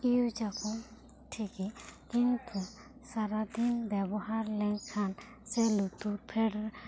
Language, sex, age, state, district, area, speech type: Santali, female, 18-30, West Bengal, Bankura, rural, spontaneous